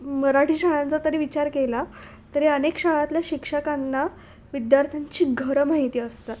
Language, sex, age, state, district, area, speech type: Marathi, female, 18-30, Maharashtra, Nashik, urban, spontaneous